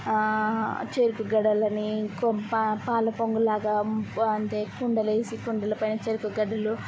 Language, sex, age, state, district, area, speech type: Telugu, female, 18-30, Andhra Pradesh, N T Rama Rao, urban, spontaneous